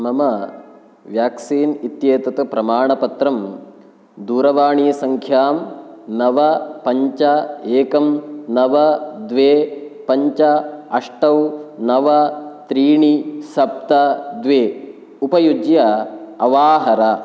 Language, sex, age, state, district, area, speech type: Sanskrit, male, 18-30, Kerala, Kasaragod, rural, read